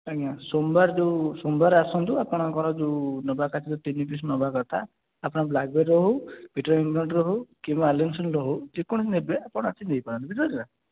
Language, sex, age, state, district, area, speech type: Odia, male, 18-30, Odisha, Jajpur, rural, conversation